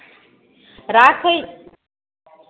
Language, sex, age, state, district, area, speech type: Maithili, female, 45-60, Bihar, Madhubani, rural, conversation